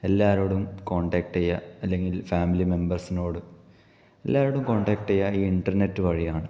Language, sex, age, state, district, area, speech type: Malayalam, male, 18-30, Kerala, Kasaragod, rural, spontaneous